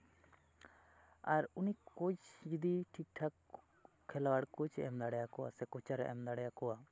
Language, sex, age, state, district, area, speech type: Santali, male, 18-30, West Bengal, Jhargram, rural, spontaneous